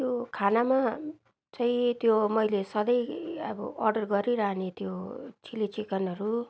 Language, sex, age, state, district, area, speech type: Nepali, female, 30-45, West Bengal, Darjeeling, rural, spontaneous